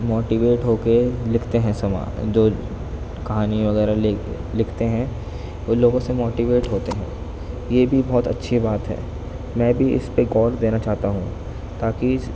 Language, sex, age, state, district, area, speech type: Urdu, male, 18-30, Delhi, East Delhi, urban, spontaneous